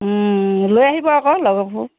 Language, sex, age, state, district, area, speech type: Assamese, female, 60+, Assam, Charaideo, urban, conversation